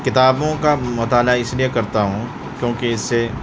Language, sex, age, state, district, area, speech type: Urdu, male, 30-45, Delhi, South Delhi, rural, spontaneous